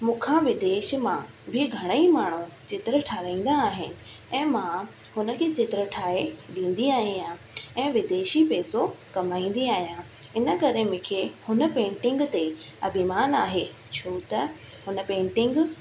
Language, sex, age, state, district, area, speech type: Sindhi, female, 18-30, Rajasthan, Ajmer, urban, spontaneous